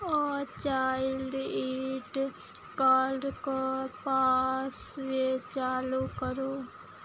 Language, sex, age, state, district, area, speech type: Maithili, female, 18-30, Bihar, Araria, urban, read